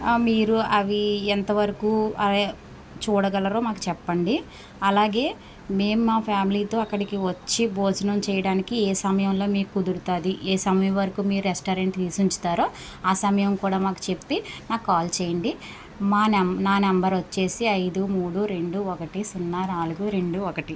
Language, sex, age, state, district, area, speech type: Telugu, female, 18-30, Andhra Pradesh, West Godavari, rural, spontaneous